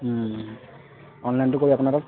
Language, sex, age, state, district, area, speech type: Assamese, male, 18-30, Assam, Lakhimpur, urban, conversation